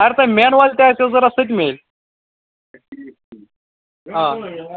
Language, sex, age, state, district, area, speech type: Kashmiri, male, 18-30, Jammu and Kashmir, Baramulla, rural, conversation